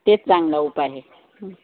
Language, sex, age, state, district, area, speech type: Marathi, female, 30-45, Maharashtra, Hingoli, urban, conversation